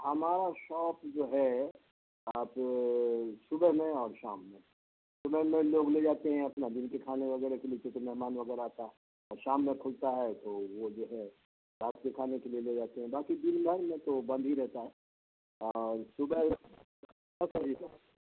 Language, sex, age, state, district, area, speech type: Urdu, male, 60+, Bihar, Khagaria, rural, conversation